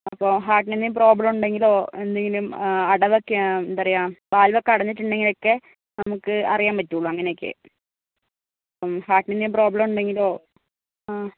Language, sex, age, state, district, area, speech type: Malayalam, female, 60+, Kerala, Kozhikode, urban, conversation